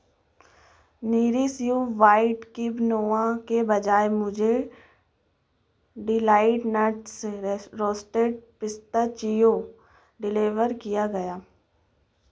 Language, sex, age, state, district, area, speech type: Hindi, female, 18-30, Madhya Pradesh, Chhindwara, urban, read